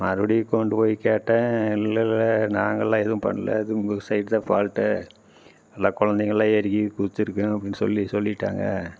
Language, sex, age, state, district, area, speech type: Tamil, male, 45-60, Tamil Nadu, Namakkal, rural, spontaneous